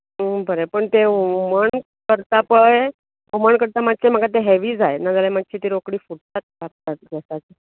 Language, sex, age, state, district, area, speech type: Goan Konkani, female, 45-60, Goa, Bardez, urban, conversation